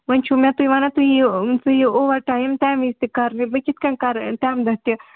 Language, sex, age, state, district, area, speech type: Kashmiri, female, 18-30, Jammu and Kashmir, Srinagar, urban, conversation